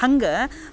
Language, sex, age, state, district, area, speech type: Kannada, female, 30-45, Karnataka, Dharwad, rural, spontaneous